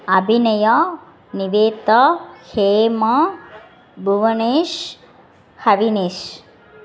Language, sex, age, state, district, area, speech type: Tamil, female, 18-30, Tamil Nadu, Madurai, urban, spontaneous